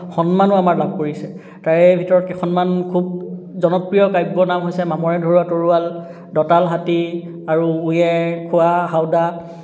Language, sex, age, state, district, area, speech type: Assamese, male, 18-30, Assam, Charaideo, urban, spontaneous